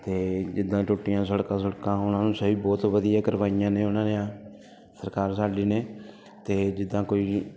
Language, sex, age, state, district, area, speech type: Punjabi, male, 30-45, Punjab, Ludhiana, urban, spontaneous